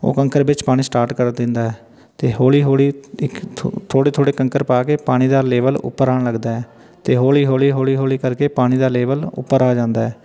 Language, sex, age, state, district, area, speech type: Punjabi, male, 30-45, Punjab, Shaheed Bhagat Singh Nagar, rural, spontaneous